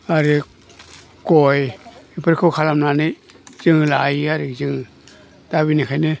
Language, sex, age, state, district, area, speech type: Bodo, male, 60+, Assam, Chirang, urban, spontaneous